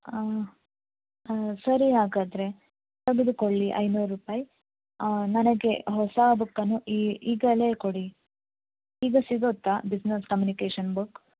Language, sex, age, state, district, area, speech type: Kannada, female, 18-30, Karnataka, Shimoga, rural, conversation